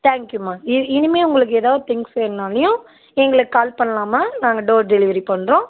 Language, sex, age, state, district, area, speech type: Tamil, female, 18-30, Tamil Nadu, Dharmapuri, rural, conversation